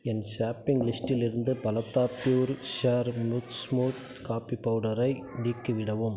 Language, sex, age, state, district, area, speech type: Tamil, male, 30-45, Tamil Nadu, Krishnagiri, rural, read